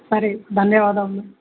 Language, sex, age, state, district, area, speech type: Telugu, male, 18-30, Telangana, Jangaon, rural, conversation